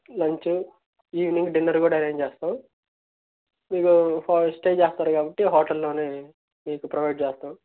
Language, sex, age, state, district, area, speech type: Telugu, male, 18-30, Andhra Pradesh, Guntur, urban, conversation